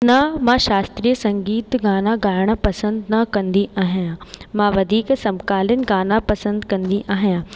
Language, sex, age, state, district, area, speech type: Sindhi, female, 18-30, Rajasthan, Ajmer, urban, spontaneous